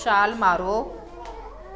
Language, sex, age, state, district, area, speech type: Punjabi, female, 30-45, Punjab, Pathankot, rural, read